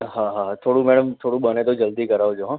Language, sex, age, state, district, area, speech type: Gujarati, male, 30-45, Gujarat, Anand, urban, conversation